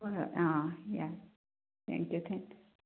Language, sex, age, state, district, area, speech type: Manipuri, female, 45-60, Manipur, Bishnupur, rural, conversation